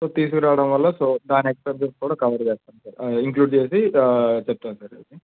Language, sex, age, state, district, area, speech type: Telugu, male, 30-45, Andhra Pradesh, N T Rama Rao, rural, conversation